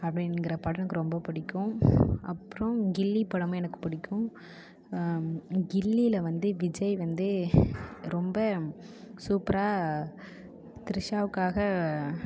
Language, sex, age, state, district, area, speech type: Tamil, female, 18-30, Tamil Nadu, Mayiladuthurai, urban, spontaneous